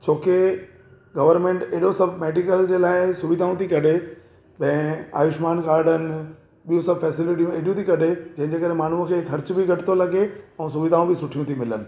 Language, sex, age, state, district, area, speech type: Sindhi, male, 30-45, Gujarat, Surat, urban, spontaneous